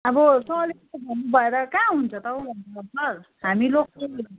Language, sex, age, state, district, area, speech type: Nepali, female, 45-60, West Bengal, Darjeeling, rural, conversation